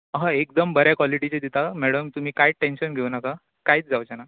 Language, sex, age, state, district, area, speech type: Goan Konkani, male, 18-30, Goa, Bardez, urban, conversation